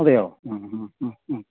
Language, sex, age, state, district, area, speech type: Malayalam, male, 60+, Kerala, Idukki, rural, conversation